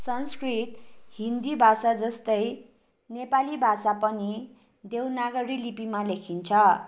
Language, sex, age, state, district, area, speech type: Nepali, female, 18-30, West Bengal, Darjeeling, rural, spontaneous